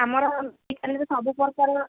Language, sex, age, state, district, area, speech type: Odia, female, 30-45, Odisha, Sambalpur, rural, conversation